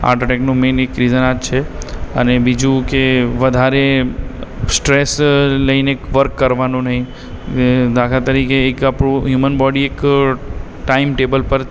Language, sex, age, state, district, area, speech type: Gujarati, male, 18-30, Gujarat, Aravalli, urban, spontaneous